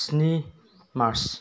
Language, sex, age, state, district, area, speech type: Bodo, male, 30-45, Assam, Chirang, rural, spontaneous